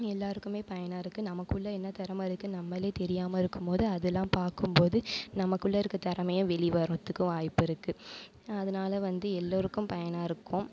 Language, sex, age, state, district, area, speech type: Tamil, female, 18-30, Tamil Nadu, Mayiladuthurai, urban, spontaneous